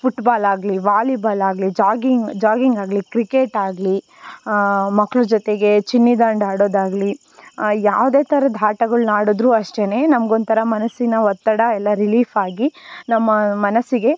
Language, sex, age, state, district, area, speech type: Kannada, female, 18-30, Karnataka, Tumkur, rural, spontaneous